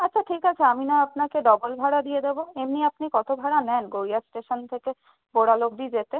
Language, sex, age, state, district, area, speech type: Bengali, female, 18-30, West Bengal, South 24 Parganas, urban, conversation